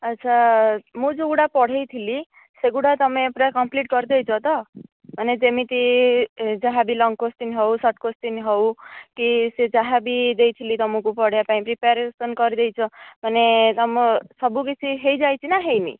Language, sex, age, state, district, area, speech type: Odia, female, 18-30, Odisha, Nayagarh, rural, conversation